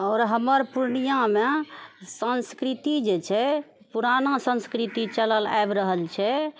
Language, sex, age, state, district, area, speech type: Maithili, female, 45-60, Bihar, Purnia, rural, spontaneous